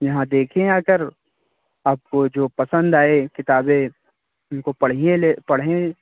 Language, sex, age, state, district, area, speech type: Urdu, male, 45-60, Uttar Pradesh, Lucknow, rural, conversation